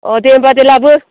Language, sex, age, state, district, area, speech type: Bodo, female, 45-60, Assam, Baksa, rural, conversation